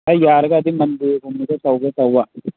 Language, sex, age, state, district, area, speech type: Manipuri, male, 18-30, Manipur, Kangpokpi, urban, conversation